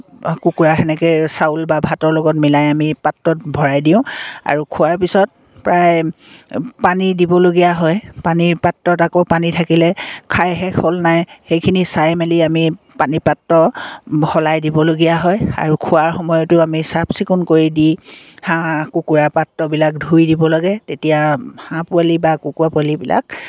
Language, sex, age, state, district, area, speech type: Assamese, female, 60+, Assam, Dibrugarh, rural, spontaneous